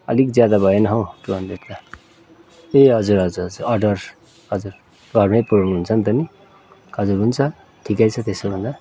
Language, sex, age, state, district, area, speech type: Nepali, male, 30-45, West Bengal, Darjeeling, rural, spontaneous